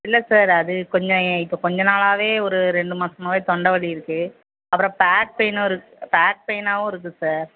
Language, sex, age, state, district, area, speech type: Tamil, female, 30-45, Tamil Nadu, Thoothukudi, urban, conversation